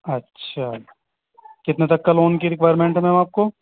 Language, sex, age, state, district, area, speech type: Urdu, male, 30-45, Uttar Pradesh, Muzaffarnagar, urban, conversation